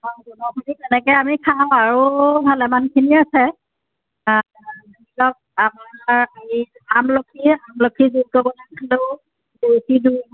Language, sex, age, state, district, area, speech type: Assamese, female, 60+, Assam, Jorhat, urban, conversation